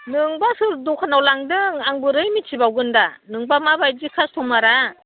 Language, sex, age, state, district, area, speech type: Bodo, female, 45-60, Assam, Udalguri, rural, conversation